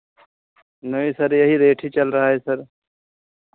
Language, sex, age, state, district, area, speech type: Hindi, male, 45-60, Uttar Pradesh, Pratapgarh, rural, conversation